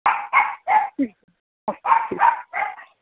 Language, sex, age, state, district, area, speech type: Assamese, male, 30-45, Assam, Morigaon, rural, conversation